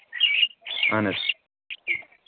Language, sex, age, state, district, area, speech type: Kashmiri, male, 18-30, Jammu and Kashmir, Kulgam, rural, conversation